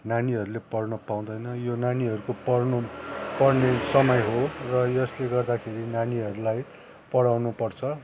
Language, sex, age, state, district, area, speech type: Nepali, male, 60+, West Bengal, Kalimpong, rural, spontaneous